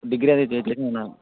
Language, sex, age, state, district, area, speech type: Telugu, male, 18-30, Andhra Pradesh, Vizianagaram, rural, conversation